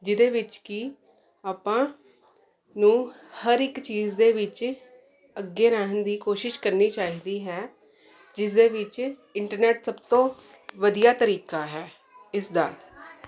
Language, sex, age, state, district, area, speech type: Punjabi, female, 30-45, Punjab, Jalandhar, urban, spontaneous